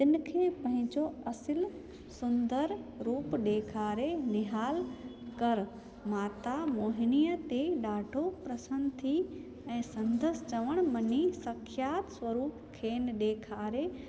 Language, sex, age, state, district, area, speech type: Sindhi, female, 30-45, Gujarat, Junagadh, rural, spontaneous